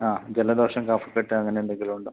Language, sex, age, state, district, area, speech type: Malayalam, male, 30-45, Kerala, Kasaragod, urban, conversation